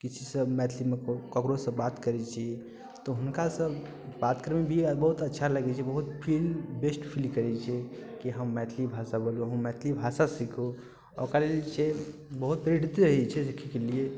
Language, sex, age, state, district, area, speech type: Maithili, male, 18-30, Bihar, Darbhanga, rural, spontaneous